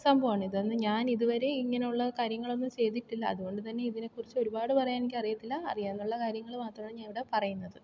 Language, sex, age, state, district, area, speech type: Malayalam, female, 18-30, Kerala, Thiruvananthapuram, urban, spontaneous